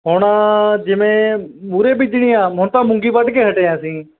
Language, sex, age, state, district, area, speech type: Punjabi, male, 18-30, Punjab, Mansa, urban, conversation